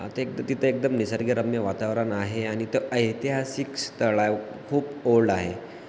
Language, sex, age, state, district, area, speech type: Marathi, male, 18-30, Maharashtra, Washim, rural, spontaneous